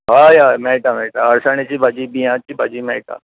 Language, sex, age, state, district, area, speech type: Goan Konkani, male, 45-60, Goa, Bardez, urban, conversation